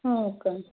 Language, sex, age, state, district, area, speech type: Marathi, female, 30-45, Maharashtra, Nagpur, rural, conversation